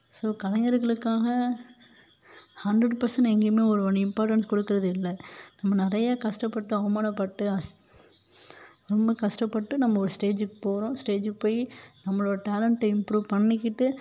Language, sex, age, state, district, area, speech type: Tamil, female, 30-45, Tamil Nadu, Mayiladuthurai, rural, spontaneous